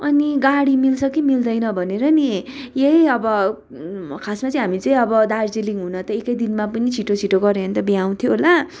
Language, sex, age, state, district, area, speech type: Nepali, female, 18-30, West Bengal, Darjeeling, rural, spontaneous